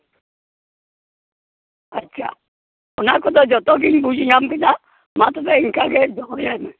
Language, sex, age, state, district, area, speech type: Santali, male, 60+, West Bengal, Purulia, rural, conversation